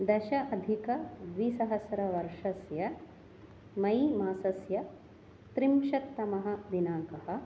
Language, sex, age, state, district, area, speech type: Sanskrit, female, 30-45, Kerala, Ernakulam, urban, spontaneous